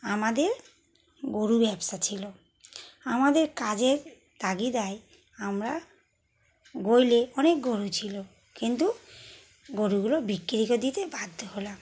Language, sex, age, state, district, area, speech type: Bengali, female, 45-60, West Bengal, Howrah, urban, spontaneous